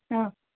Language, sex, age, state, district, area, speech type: Tamil, female, 30-45, Tamil Nadu, Thoothukudi, urban, conversation